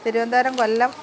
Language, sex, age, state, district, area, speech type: Malayalam, female, 45-60, Kerala, Kollam, rural, spontaneous